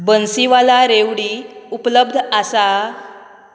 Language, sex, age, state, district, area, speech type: Goan Konkani, female, 30-45, Goa, Canacona, rural, read